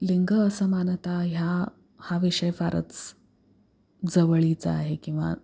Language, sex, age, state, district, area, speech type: Marathi, female, 30-45, Maharashtra, Pune, urban, spontaneous